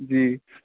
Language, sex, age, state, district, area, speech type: Urdu, male, 60+, Uttar Pradesh, Shahjahanpur, rural, conversation